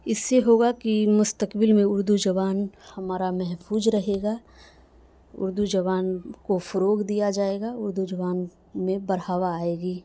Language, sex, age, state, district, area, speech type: Urdu, female, 18-30, Bihar, Madhubani, rural, spontaneous